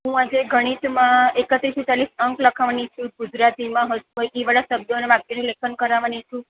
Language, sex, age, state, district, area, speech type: Gujarati, female, 18-30, Gujarat, Surat, urban, conversation